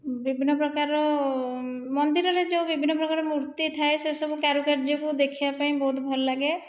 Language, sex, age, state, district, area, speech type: Odia, female, 30-45, Odisha, Khordha, rural, spontaneous